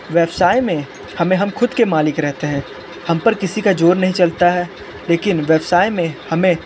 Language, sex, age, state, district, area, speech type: Hindi, male, 18-30, Uttar Pradesh, Sonbhadra, rural, spontaneous